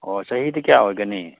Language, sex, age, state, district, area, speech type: Manipuri, male, 30-45, Manipur, Kakching, rural, conversation